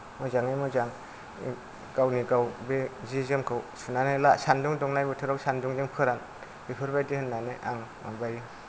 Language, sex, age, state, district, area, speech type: Bodo, male, 45-60, Assam, Kokrajhar, rural, spontaneous